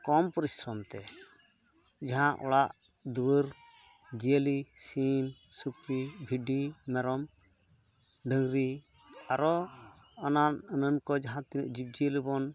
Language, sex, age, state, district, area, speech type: Santali, male, 45-60, West Bengal, Purulia, rural, spontaneous